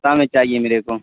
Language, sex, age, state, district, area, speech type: Urdu, male, 18-30, Bihar, Supaul, rural, conversation